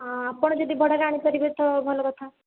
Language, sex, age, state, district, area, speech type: Odia, female, 18-30, Odisha, Puri, urban, conversation